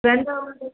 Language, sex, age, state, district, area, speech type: Tamil, female, 30-45, Tamil Nadu, Namakkal, rural, conversation